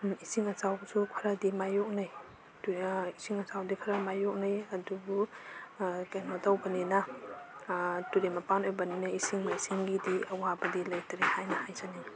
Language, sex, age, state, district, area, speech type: Manipuri, female, 30-45, Manipur, Imphal East, rural, spontaneous